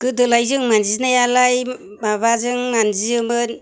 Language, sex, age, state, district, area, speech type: Bodo, female, 45-60, Assam, Chirang, rural, spontaneous